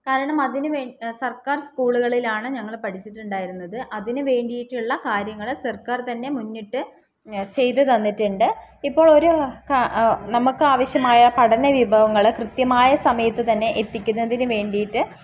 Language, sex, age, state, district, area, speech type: Malayalam, female, 18-30, Kerala, Palakkad, rural, spontaneous